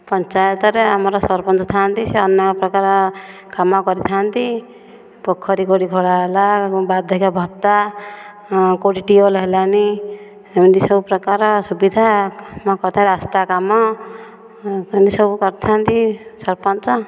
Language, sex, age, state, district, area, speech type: Odia, female, 30-45, Odisha, Dhenkanal, rural, spontaneous